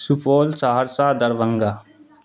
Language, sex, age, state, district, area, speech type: Urdu, male, 45-60, Bihar, Supaul, rural, spontaneous